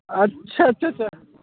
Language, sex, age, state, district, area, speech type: Urdu, male, 18-30, Uttar Pradesh, Azamgarh, urban, conversation